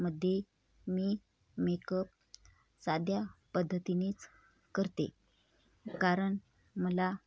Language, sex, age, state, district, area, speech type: Marathi, female, 45-60, Maharashtra, Hingoli, urban, spontaneous